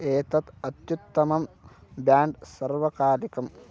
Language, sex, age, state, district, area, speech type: Sanskrit, male, 18-30, Karnataka, Bagalkot, rural, read